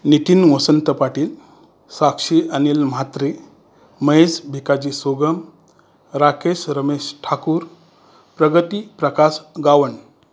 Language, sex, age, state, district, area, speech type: Marathi, male, 45-60, Maharashtra, Raigad, rural, spontaneous